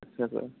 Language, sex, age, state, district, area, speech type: Hindi, male, 18-30, Madhya Pradesh, Harda, urban, conversation